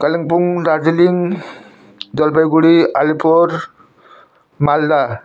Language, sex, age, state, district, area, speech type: Nepali, male, 60+, West Bengal, Jalpaiguri, urban, spontaneous